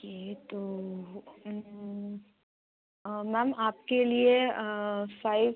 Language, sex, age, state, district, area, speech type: Hindi, female, 18-30, Madhya Pradesh, Betul, rural, conversation